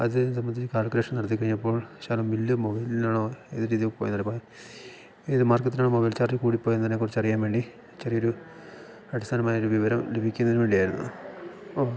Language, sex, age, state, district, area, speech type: Malayalam, male, 30-45, Kerala, Idukki, rural, spontaneous